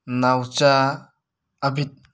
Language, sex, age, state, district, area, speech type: Manipuri, male, 18-30, Manipur, Imphal West, rural, spontaneous